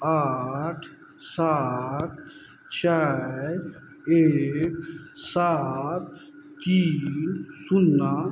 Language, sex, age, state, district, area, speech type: Maithili, male, 45-60, Bihar, Madhubani, rural, read